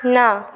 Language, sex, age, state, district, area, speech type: Bengali, female, 18-30, West Bengal, Bankura, urban, read